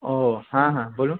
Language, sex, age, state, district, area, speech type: Bengali, male, 18-30, West Bengal, Kolkata, urban, conversation